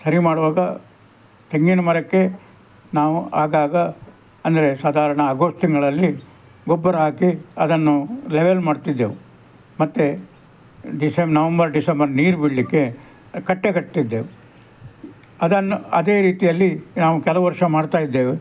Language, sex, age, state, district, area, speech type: Kannada, male, 60+, Karnataka, Udupi, rural, spontaneous